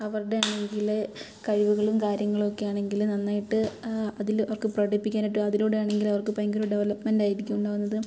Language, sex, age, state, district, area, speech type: Malayalam, female, 18-30, Kerala, Kottayam, urban, spontaneous